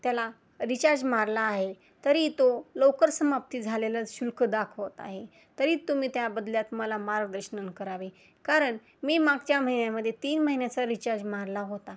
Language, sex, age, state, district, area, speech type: Marathi, female, 30-45, Maharashtra, Osmanabad, rural, spontaneous